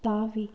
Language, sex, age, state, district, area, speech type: Tamil, female, 18-30, Tamil Nadu, Erode, rural, read